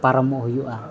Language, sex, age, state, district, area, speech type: Santali, male, 18-30, Jharkhand, East Singhbhum, rural, spontaneous